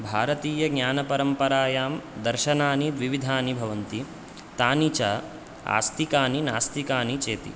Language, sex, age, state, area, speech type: Sanskrit, male, 18-30, Chhattisgarh, rural, spontaneous